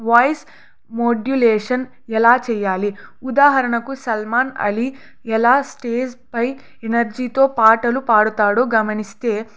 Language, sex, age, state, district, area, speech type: Telugu, female, 18-30, Andhra Pradesh, Sri Satya Sai, urban, spontaneous